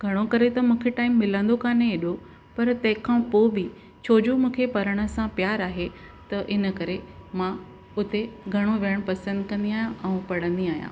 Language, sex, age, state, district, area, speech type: Sindhi, female, 45-60, Maharashtra, Thane, urban, spontaneous